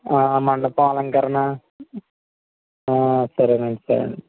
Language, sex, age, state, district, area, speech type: Telugu, male, 18-30, Andhra Pradesh, Kakinada, rural, conversation